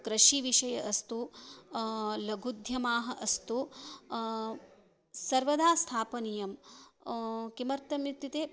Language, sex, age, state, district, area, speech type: Sanskrit, female, 30-45, Karnataka, Shimoga, rural, spontaneous